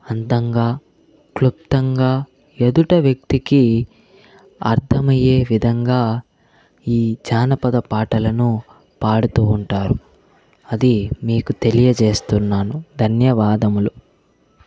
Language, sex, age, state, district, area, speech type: Telugu, male, 18-30, Andhra Pradesh, Chittoor, urban, spontaneous